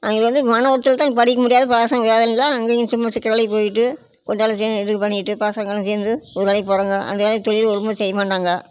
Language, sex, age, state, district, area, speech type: Tamil, female, 60+, Tamil Nadu, Namakkal, rural, spontaneous